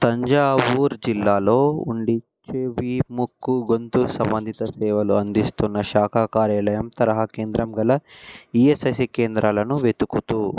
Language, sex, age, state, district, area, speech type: Telugu, male, 18-30, Telangana, Ranga Reddy, urban, read